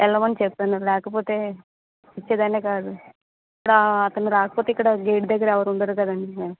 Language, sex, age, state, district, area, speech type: Telugu, female, 18-30, Andhra Pradesh, Vizianagaram, rural, conversation